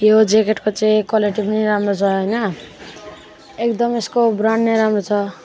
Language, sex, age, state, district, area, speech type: Nepali, male, 18-30, West Bengal, Alipurduar, urban, spontaneous